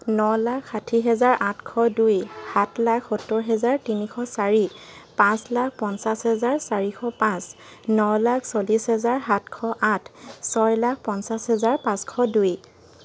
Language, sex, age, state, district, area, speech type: Assamese, female, 45-60, Assam, Charaideo, urban, spontaneous